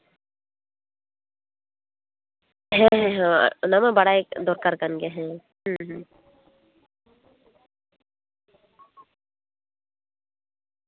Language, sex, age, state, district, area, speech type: Santali, female, 30-45, West Bengal, Paschim Bardhaman, urban, conversation